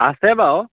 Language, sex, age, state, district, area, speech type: Assamese, male, 18-30, Assam, Lakhimpur, urban, conversation